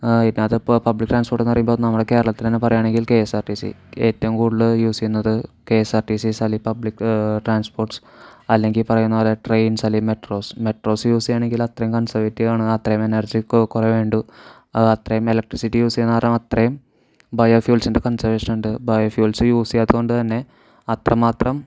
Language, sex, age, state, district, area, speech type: Malayalam, male, 18-30, Kerala, Thrissur, rural, spontaneous